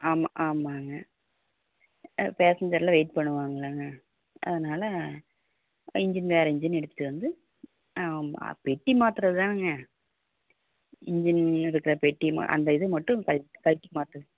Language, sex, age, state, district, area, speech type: Tamil, female, 30-45, Tamil Nadu, Coimbatore, urban, conversation